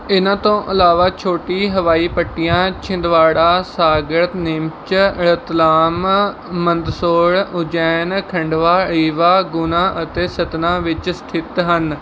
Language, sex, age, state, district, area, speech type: Punjabi, male, 18-30, Punjab, Mohali, rural, read